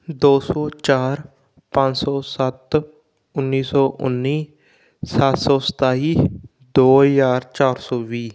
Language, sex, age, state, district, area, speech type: Punjabi, male, 18-30, Punjab, Patiala, rural, spontaneous